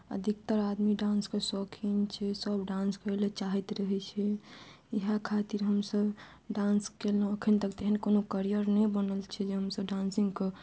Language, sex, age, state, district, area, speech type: Maithili, female, 30-45, Bihar, Madhubani, rural, spontaneous